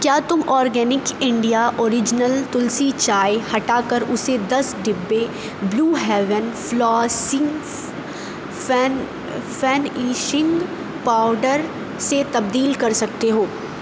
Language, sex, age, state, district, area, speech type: Urdu, female, 30-45, Uttar Pradesh, Aligarh, urban, read